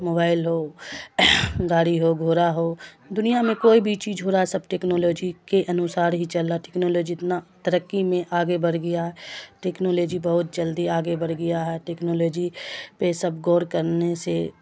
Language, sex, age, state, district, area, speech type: Urdu, female, 45-60, Bihar, Khagaria, rural, spontaneous